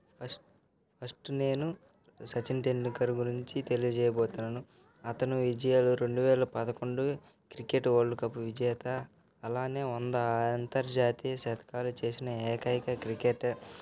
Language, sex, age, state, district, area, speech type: Telugu, male, 18-30, Andhra Pradesh, Nellore, rural, spontaneous